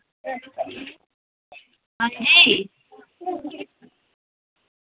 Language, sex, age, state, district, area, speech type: Dogri, female, 45-60, Jammu and Kashmir, Samba, rural, conversation